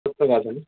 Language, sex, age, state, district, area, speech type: Sanskrit, male, 30-45, Karnataka, Uttara Kannada, urban, conversation